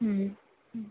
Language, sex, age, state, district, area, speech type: Bengali, female, 18-30, West Bengal, Kolkata, urban, conversation